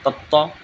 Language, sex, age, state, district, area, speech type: Assamese, male, 30-45, Assam, Morigaon, rural, spontaneous